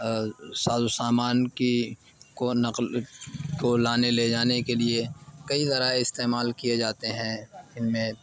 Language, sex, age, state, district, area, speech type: Urdu, male, 30-45, Uttar Pradesh, Lucknow, urban, spontaneous